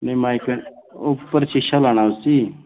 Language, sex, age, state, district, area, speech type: Dogri, male, 30-45, Jammu and Kashmir, Reasi, urban, conversation